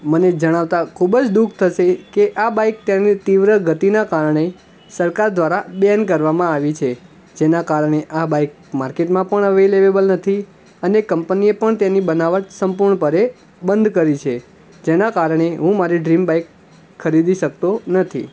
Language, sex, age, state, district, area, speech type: Gujarati, male, 18-30, Gujarat, Ahmedabad, urban, spontaneous